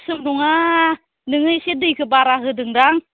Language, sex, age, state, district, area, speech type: Bodo, female, 30-45, Assam, Udalguri, urban, conversation